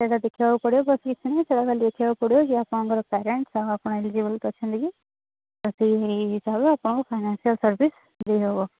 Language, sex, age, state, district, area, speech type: Odia, female, 18-30, Odisha, Sundergarh, urban, conversation